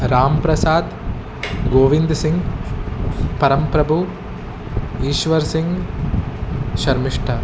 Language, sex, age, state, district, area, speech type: Sanskrit, male, 18-30, Telangana, Hyderabad, urban, spontaneous